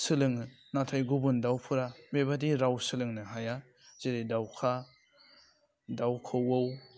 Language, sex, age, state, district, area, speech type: Bodo, male, 18-30, Assam, Udalguri, urban, spontaneous